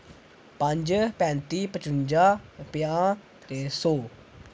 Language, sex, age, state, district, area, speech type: Dogri, male, 18-30, Jammu and Kashmir, Samba, rural, spontaneous